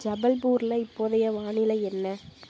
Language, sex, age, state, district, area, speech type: Tamil, female, 18-30, Tamil Nadu, Kallakurichi, urban, read